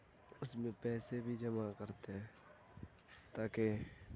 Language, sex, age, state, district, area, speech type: Urdu, male, 18-30, Uttar Pradesh, Gautam Buddha Nagar, rural, spontaneous